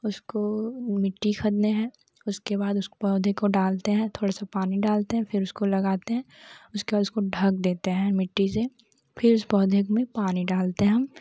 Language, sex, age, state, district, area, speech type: Hindi, female, 18-30, Uttar Pradesh, Jaunpur, rural, spontaneous